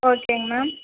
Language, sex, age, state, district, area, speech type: Tamil, female, 30-45, Tamil Nadu, Dharmapuri, rural, conversation